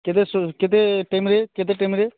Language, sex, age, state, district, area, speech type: Odia, male, 45-60, Odisha, Nuapada, urban, conversation